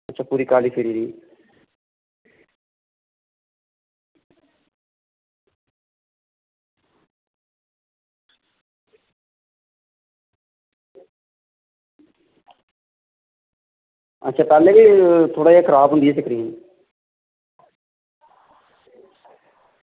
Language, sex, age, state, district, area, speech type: Dogri, male, 18-30, Jammu and Kashmir, Reasi, rural, conversation